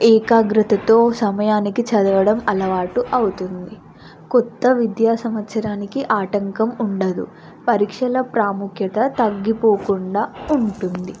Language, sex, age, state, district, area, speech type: Telugu, female, 18-30, Telangana, Ranga Reddy, urban, spontaneous